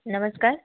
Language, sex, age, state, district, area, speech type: Hindi, female, 45-60, Uttar Pradesh, Pratapgarh, rural, conversation